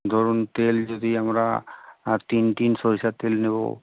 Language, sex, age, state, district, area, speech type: Bengali, male, 45-60, West Bengal, Uttar Dinajpur, urban, conversation